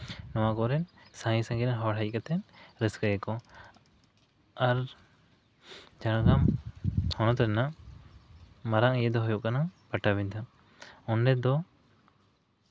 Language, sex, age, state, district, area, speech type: Santali, male, 18-30, West Bengal, Jhargram, rural, spontaneous